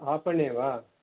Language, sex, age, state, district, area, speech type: Sanskrit, male, 45-60, Kerala, Palakkad, urban, conversation